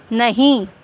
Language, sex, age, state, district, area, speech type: Urdu, female, 30-45, Uttar Pradesh, Shahjahanpur, urban, read